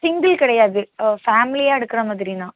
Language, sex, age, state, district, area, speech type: Tamil, female, 18-30, Tamil Nadu, Tirunelveli, rural, conversation